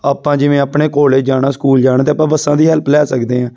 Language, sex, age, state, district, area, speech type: Punjabi, male, 18-30, Punjab, Amritsar, urban, spontaneous